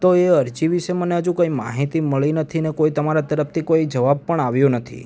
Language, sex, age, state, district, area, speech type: Gujarati, male, 30-45, Gujarat, Surat, rural, spontaneous